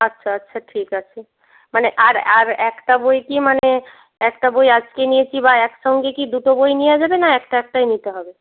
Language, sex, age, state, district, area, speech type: Bengali, female, 18-30, West Bengal, Purba Medinipur, rural, conversation